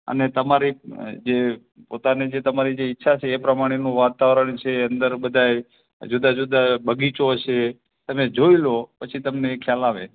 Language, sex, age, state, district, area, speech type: Gujarati, male, 18-30, Gujarat, Morbi, rural, conversation